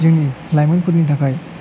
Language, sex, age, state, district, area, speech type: Bodo, male, 30-45, Assam, Chirang, rural, spontaneous